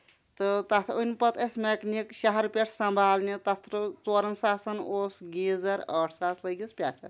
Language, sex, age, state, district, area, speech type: Kashmiri, female, 30-45, Jammu and Kashmir, Kulgam, rural, spontaneous